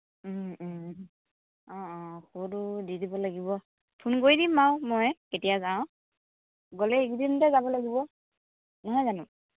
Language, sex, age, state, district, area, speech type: Assamese, female, 30-45, Assam, Tinsukia, urban, conversation